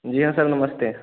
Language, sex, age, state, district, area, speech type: Hindi, male, 18-30, Bihar, Samastipur, urban, conversation